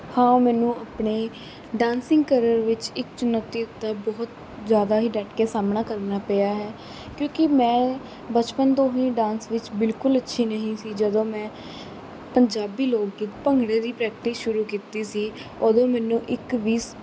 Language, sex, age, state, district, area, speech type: Punjabi, female, 18-30, Punjab, Kapurthala, urban, spontaneous